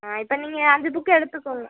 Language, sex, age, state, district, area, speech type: Tamil, female, 18-30, Tamil Nadu, Madurai, rural, conversation